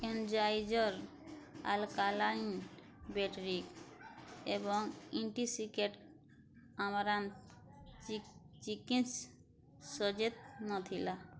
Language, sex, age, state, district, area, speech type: Odia, female, 30-45, Odisha, Bargarh, rural, read